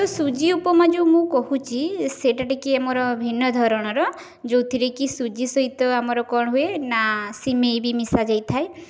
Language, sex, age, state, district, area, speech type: Odia, female, 18-30, Odisha, Mayurbhanj, rural, spontaneous